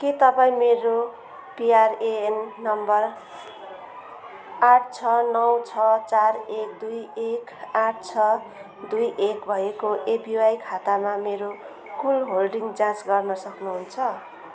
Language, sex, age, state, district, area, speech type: Nepali, female, 45-60, West Bengal, Jalpaiguri, urban, read